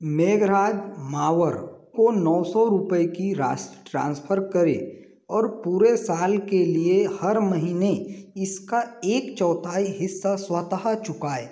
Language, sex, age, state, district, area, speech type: Hindi, male, 18-30, Madhya Pradesh, Balaghat, rural, read